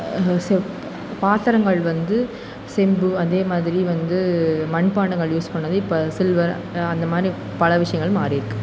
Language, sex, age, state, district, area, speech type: Tamil, female, 18-30, Tamil Nadu, Pudukkottai, urban, spontaneous